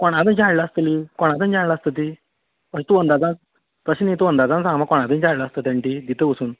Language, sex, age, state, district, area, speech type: Goan Konkani, male, 30-45, Goa, Canacona, rural, conversation